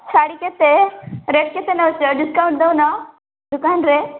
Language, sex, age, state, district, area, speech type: Odia, female, 18-30, Odisha, Nabarangpur, urban, conversation